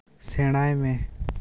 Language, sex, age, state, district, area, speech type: Santali, male, 18-30, West Bengal, Jhargram, rural, read